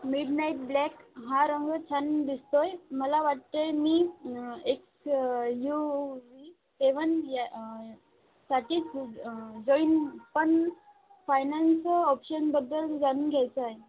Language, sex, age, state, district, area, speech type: Marathi, female, 18-30, Maharashtra, Aurangabad, rural, conversation